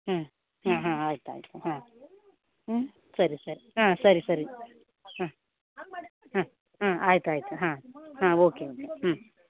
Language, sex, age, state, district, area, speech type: Kannada, female, 30-45, Karnataka, Uttara Kannada, rural, conversation